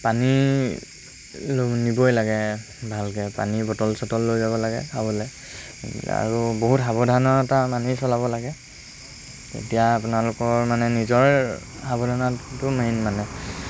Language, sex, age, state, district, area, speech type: Assamese, male, 18-30, Assam, Lakhimpur, rural, spontaneous